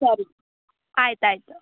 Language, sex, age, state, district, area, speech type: Kannada, female, 18-30, Karnataka, Udupi, rural, conversation